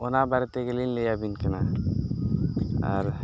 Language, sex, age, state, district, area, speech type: Santali, male, 18-30, Jharkhand, Seraikela Kharsawan, rural, spontaneous